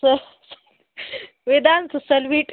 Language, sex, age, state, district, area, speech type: Marathi, female, 30-45, Maharashtra, Hingoli, urban, conversation